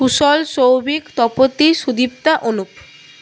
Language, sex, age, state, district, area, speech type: Bengali, female, 30-45, West Bengal, Paschim Bardhaman, urban, spontaneous